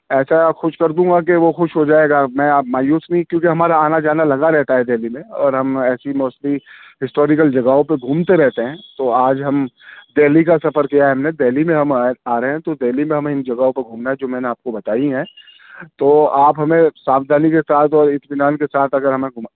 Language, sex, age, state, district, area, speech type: Urdu, male, 30-45, Delhi, Central Delhi, urban, conversation